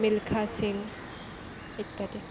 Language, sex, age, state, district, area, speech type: Assamese, female, 18-30, Assam, Kamrup Metropolitan, urban, spontaneous